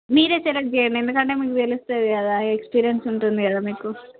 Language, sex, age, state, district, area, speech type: Telugu, female, 30-45, Telangana, Hanamkonda, rural, conversation